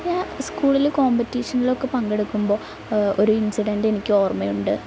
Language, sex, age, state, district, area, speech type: Malayalam, female, 30-45, Kerala, Malappuram, rural, spontaneous